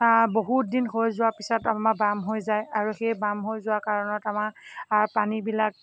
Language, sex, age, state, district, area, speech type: Assamese, female, 45-60, Assam, Morigaon, rural, spontaneous